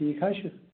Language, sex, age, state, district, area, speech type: Kashmiri, male, 18-30, Jammu and Kashmir, Pulwama, rural, conversation